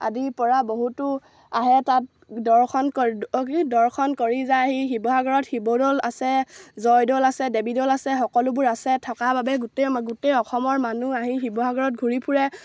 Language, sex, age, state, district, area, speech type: Assamese, female, 18-30, Assam, Sivasagar, rural, spontaneous